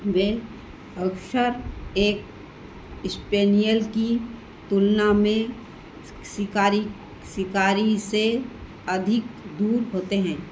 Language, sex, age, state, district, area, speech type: Hindi, female, 60+, Madhya Pradesh, Harda, urban, read